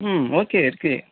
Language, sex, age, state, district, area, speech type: Tamil, male, 60+, Tamil Nadu, Tenkasi, urban, conversation